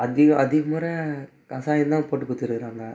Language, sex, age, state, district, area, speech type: Tamil, male, 18-30, Tamil Nadu, Tiruvannamalai, rural, spontaneous